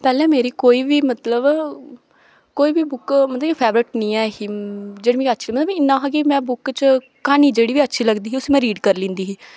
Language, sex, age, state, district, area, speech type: Dogri, female, 18-30, Jammu and Kashmir, Kathua, rural, spontaneous